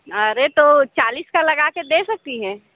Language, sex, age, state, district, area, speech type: Hindi, female, 45-60, Uttar Pradesh, Mirzapur, rural, conversation